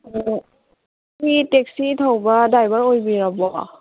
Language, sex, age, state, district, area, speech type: Manipuri, female, 18-30, Manipur, Tengnoupal, rural, conversation